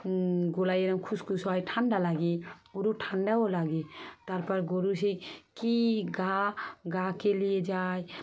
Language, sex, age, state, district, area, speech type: Bengali, female, 30-45, West Bengal, Dakshin Dinajpur, urban, spontaneous